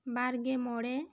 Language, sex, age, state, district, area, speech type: Santali, female, 18-30, West Bengal, Bankura, rural, spontaneous